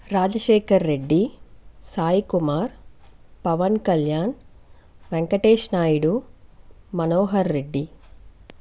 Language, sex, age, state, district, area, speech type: Telugu, female, 60+, Andhra Pradesh, Chittoor, rural, spontaneous